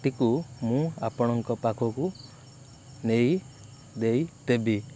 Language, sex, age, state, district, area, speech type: Odia, male, 18-30, Odisha, Kendrapara, urban, spontaneous